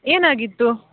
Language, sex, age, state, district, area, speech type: Kannada, female, 18-30, Karnataka, Dakshina Kannada, rural, conversation